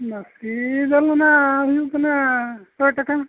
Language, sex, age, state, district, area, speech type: Santali, male, 45-60, Odisha, Mayurbhanj, rural, conversation